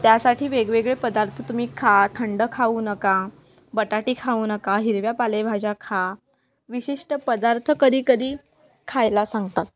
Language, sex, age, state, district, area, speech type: Marathi, female, 18-30, Maharashtra, Palghar, rural, spontaneous